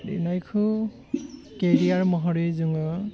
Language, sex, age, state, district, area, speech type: Bodo, male, 30-45, Assam, Udalguri, urban, spontaneous